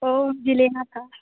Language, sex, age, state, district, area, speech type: Hindi, female, 18-30, Bihar, Samastipur, rural, conversation